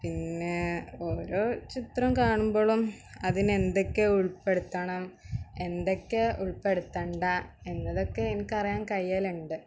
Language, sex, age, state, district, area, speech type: Malayalam, female, 18-30, Kerala, Malappuram, rural, spontaneous